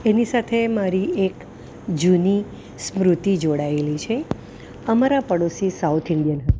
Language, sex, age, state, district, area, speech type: Gujarati, female, 60+, Gujarat, Valsad, urban, spontaneous